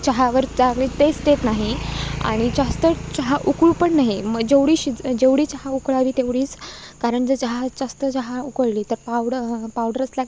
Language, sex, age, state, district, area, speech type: Marathi, female, 18-30, Maharashtra, Sindhudurg, rural, spontaneous